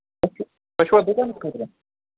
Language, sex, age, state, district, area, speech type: Kashmiri, male, 45-60, Jammu and Kashmir, Srinagar, urban, conversation